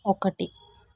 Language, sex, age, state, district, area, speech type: Telugu, female, 18-30, Telangana, Hyderabad, urban, read